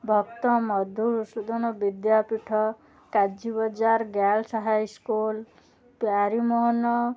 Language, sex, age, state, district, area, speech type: Odia, female, 18-30, Odisha, Cuttack, urban, spontaneous